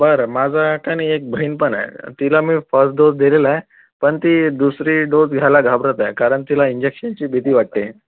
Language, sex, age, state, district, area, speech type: Marathi, male, 18-30, Maharashtra, Akola, urban, conversation